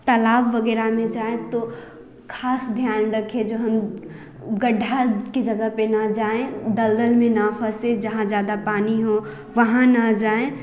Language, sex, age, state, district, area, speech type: Hindi, female, 18-30, Bihar, Samastipur, rural, spontaneous